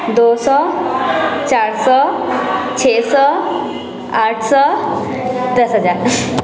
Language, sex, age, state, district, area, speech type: Maithili, female, 18-30, Bihar, Sitamarhi, rural, spontaneous